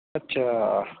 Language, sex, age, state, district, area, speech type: Punjabi, male, 18-30, Punjab, Bathinda, rural, conversation